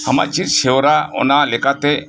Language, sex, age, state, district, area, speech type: Santali, male, 60+, West Bengal, Birbhum, rural, spontaneous